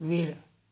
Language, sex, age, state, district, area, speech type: Marathi, male, 18-30, Maharashtra, Buldhana, urban, read